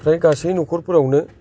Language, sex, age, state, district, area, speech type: Bodo, male, 30-45, Assam, Kokrajhar, rural, spontaneous